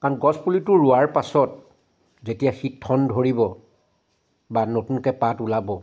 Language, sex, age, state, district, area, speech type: Assamese, male, 45-60, Assam, Charaideo, urban, spontaneous